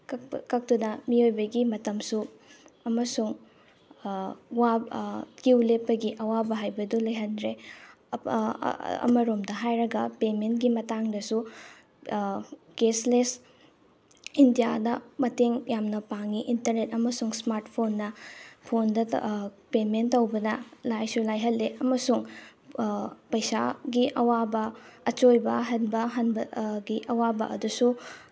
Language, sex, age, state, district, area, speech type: Manipuri, female, 30-45, Manipur, Tengnoupal, rural, spontaneous